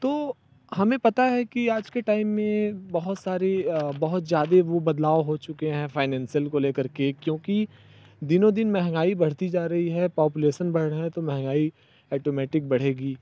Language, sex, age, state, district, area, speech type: Hindi, male, 30-45, Uttar Pradesh, Mirzapur, rural, spontaneous